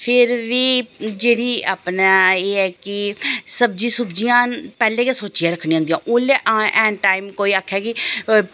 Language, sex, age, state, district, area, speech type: Dogri, female, 45-60, Jammu and Kashmir, Reasi, urban, spontaneous